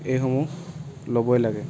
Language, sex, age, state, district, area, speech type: Assamese, male, 30-45, Assam, Charaideo, rural, spontaneous